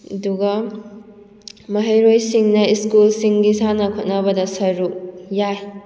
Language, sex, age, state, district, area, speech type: Manipuri, female, 18-30, Manipur, Kakching, rural, spontaneous